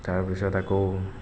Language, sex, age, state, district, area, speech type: Assamese, male, 18-30, Assam, Nagaon, rural, spontaneous